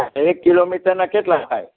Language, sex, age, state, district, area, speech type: Gujarati, male, 60+, Gujarat, Rajkot, urban, conversation